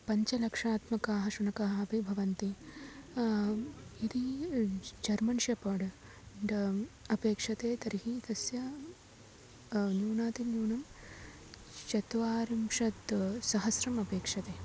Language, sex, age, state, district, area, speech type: Sanskrit, female, 18-30, Tamil Nadu, Tiruchirappalli, urban, spontaneous